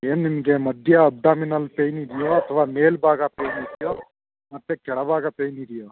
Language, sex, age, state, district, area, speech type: Kannada, male, 30-45, Karnataka, Mandya, rural, conversation